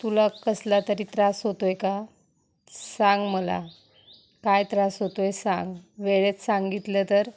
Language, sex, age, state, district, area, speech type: Marathi, female, 30-45, Maharashtra, Ratnagiri, rural, spontaneous